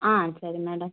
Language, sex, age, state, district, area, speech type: Tamil, female, 18-30, Tamil Nadu, Kanyakumari, rural, conversation